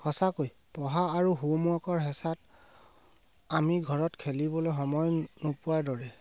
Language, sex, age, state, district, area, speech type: Assamese, male, 30-45, Assam, Sivasagar, rural, read